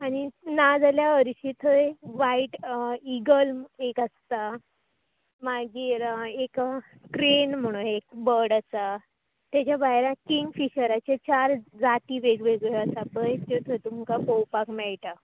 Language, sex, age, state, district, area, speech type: Goan Konkani, female, 18-30, Goa, Tiswadi, rural, conversation